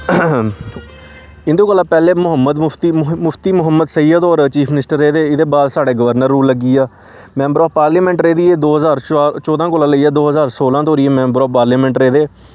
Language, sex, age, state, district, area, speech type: Dogri, male, 18-30, Jammu and Kashmir, Samba, rural, spontaneous